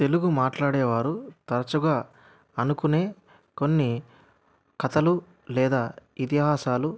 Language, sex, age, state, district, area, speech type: Telugu, male, 30-45, Andhra Pradesh, Anantapur, urban, spontaneous